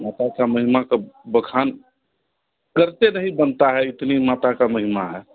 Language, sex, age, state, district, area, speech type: Hindi, male, 60+, Bihar, Darbhanga, urban, conversation